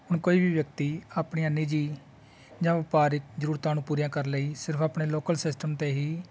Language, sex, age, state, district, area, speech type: Punjabi, male, 30-45, Punjab, Tarn Taran, urban, spontaneous